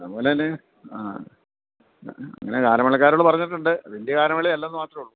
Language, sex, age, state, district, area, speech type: Malayalam, male, 60+, Kerala, Idukki, rural, conversation